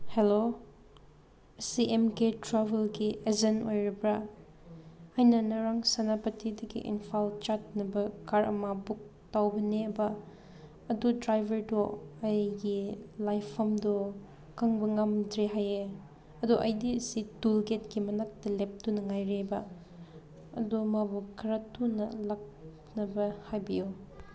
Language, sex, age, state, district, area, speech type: Manipuri, female, 18-30, Manipur, Senapati, urban, spontaneous